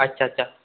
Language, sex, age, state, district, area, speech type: Marathi, male, 18-30, Maharashtra, Satara, urban, conversation